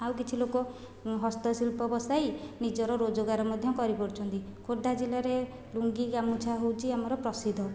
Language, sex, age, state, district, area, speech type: Odia, female, 45-60, Odisha, Khordha, rural, spontaneous